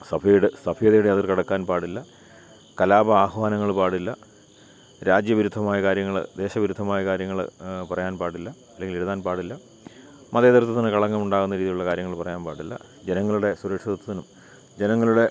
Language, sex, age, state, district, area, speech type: Malayalam, male, 45-60, Kerala, Kottayam, urban, spontaneous